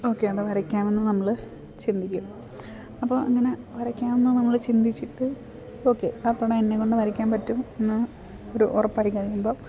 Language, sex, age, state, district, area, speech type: Malayalam, female, 30-45, Kerala, Idukki, rural, spontaneous